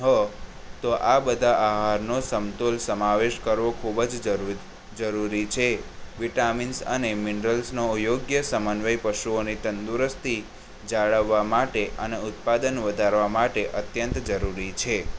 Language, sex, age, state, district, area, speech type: Gujarati, male, 18-30, Gujarat, Kheda, rural, spontaneous